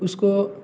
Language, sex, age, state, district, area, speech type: Hindi, male, 18-30, Bihar, Samastipur, rural, spontaneous